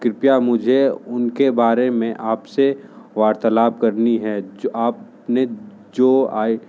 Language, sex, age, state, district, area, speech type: Hindi, male, 60+, Uttar Pradesh, Sonbhadra, rural, spontaneous